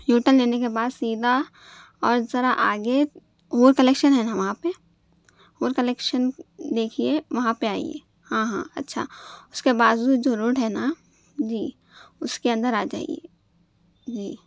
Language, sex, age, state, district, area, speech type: Urdu, female, 18-30, Telangana, Hyderabad, urban, spontaneous